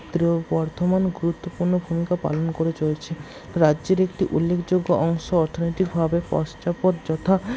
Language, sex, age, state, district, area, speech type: Bengali, male, 60+, West Bengal, Paschim Bardhaman, urban, spontaneous